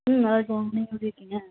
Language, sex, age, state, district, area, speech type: Tamil, female, 30-45, Tamil Nadu, Mayiladuthurai, rural, conversation